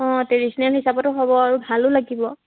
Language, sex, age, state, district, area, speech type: Assamese, female, 18-30, Assam, Sivasagar, rural, conversation